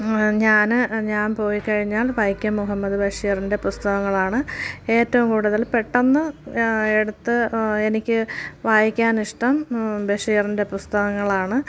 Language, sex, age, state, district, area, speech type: Malayalam, female, 30-45, Kerala, Thiruvananthapuram, rural, spontaneous